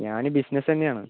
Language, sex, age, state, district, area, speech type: Malayalam, male, 30-45, Kerala, Palakkad, rural, conversation